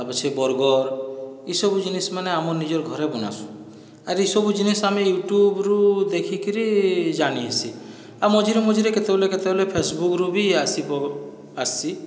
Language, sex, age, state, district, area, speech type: Odia, male, 45-60, Odisha, Boudh, rural, spontaneous